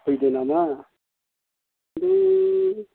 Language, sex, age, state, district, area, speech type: Bodo, male, 45-60, Assam, Kokrajhar, urban, conversation